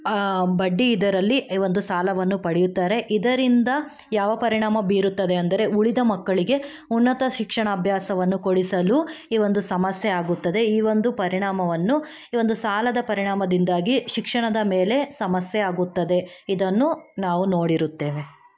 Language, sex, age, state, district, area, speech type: Kannada, female, 18-30, Karnataka, Chikkaballapur, rural, spontaneous